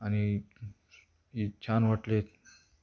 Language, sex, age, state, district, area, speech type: Marathi, male, 18-30, Maharashtra, Beed, rural, spontaneous